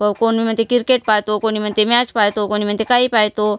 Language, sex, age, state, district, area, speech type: Marathi, female, 45-60, Maharashtra, Washim, rural, spontaneous